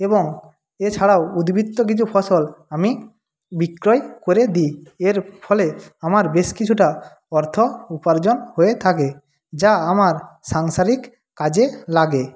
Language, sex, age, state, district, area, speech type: Bengali, male, 45-60, West Bengal, Jhargram, rural, spontaneous